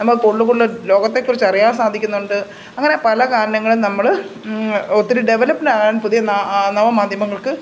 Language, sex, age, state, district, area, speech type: Malayalam, female, 45-60, Kerala, Pathanamthitta, rural, spontaneous